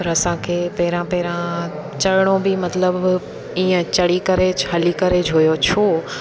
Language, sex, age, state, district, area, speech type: Sindhi, female, 30-45, Gujarat, Junagadh, urban, spontaneous